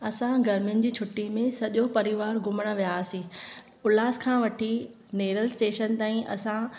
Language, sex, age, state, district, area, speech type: Sindhi, female, 30-45, Maharashtra, Thane, urban, spontaneous